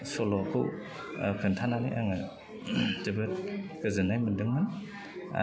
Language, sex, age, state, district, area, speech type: Bodo, male, 30-45, Assam, Udalguri, urban, spontaneous